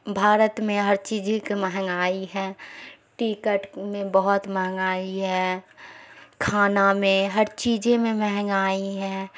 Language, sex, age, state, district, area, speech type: Urdu, female, 45-60, Bihar, Khagaria, rural, spontaneous